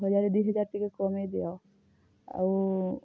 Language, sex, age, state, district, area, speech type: Odia, female, 30-45, Odisha, Kalahandi, rural, spontaneous